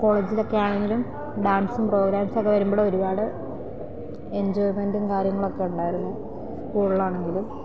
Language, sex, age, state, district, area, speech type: Malayalam, female, 18-30, Kerala, Idukki, rural, spontaneous